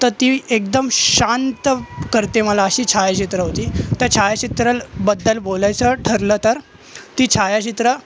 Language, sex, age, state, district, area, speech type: Marathi, male, 18-30, Maharashtra, Thane, urban, spontaneous